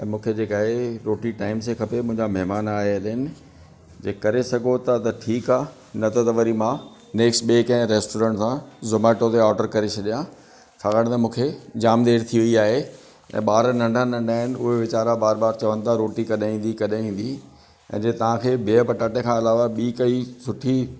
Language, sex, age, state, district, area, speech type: Sindhi, male, 60+, Delhi, South Delhi, urban, spontaneous